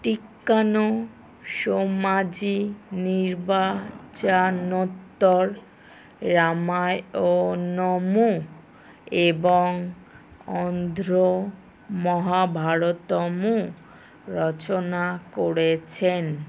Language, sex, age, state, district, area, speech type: Bengali, female, 30-45, West Bengal, Kolkata, urban, read